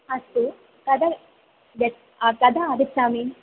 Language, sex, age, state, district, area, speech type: Sanskrit, female, 18-30, Kerala, Thrissur, urban, conversation